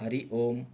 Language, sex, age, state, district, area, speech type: Sanskrit, male, 45-60, Karnataka, Chamarajanagar, urban, spontaneous